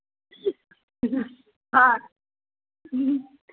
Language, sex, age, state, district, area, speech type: Hindi, female, 60+, Madhya Pradesh, Betul, urban, conversation